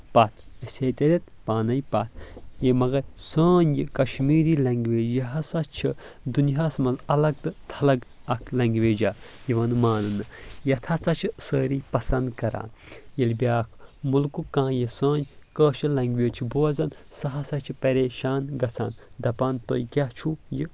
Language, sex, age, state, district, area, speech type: Kashmiri, male, 18-30, Jammu and Kashmir, Shopian, rural, spontaneous